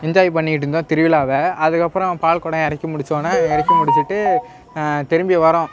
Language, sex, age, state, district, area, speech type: Tamil, male, 18-30, Tamil Nadu, Nagapattinam, rural, spontaneous